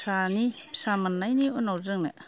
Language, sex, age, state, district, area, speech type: Bodo, female, 60+, Assam, Kokrajhar, rural, spontaneous